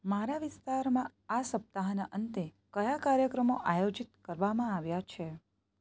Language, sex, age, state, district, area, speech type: Gujarati, female, 30-45, Gujarat, Surat, rural, read